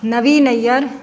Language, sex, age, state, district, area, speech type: Maithili, female, 45-60, Bihar, Madhepura, rural, spontaneous